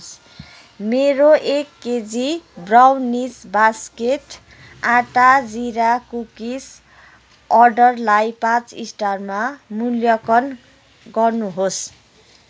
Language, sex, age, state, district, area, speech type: Nepali, female, 45-60, West Bengal, Kalimpong, rural, read